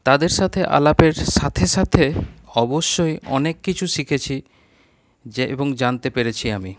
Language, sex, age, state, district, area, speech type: Bengali, male, 45-60, West Bengal, Paschim Bardhaman, urban, spontaneous